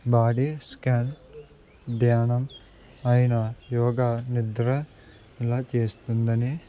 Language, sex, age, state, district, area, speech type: Telugu, male, 18-30, Andhra Pradesh, Anakapalli, rural, spontaneous